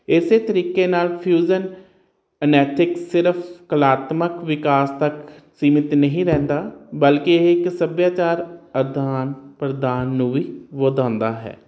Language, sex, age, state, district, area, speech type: Punjabi, male, 30-45, Punjab, Hoshiarpur, urban, spontaneous